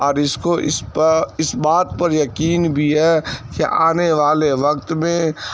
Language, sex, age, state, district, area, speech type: Urdu, male, 30-45, Bihar, Saharsa, rural, spontaneous